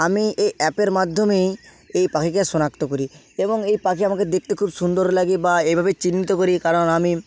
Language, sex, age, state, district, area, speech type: Bengali, male, 18-30, West Bengal, Hooghly, urban, spontaneous